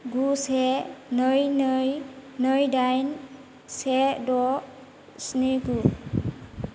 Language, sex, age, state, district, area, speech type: Bodo, female, 18-30, Assam, Kokrajhar, urban, read